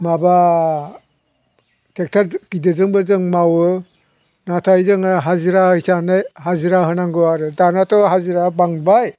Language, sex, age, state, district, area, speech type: Bodo, male, 60+, Assam, Chirang, rural, spontaneous